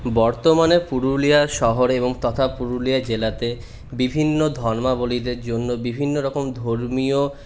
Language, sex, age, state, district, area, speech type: Bengali, male, 30-45, West Bengal, Purulia, urban, spontaneous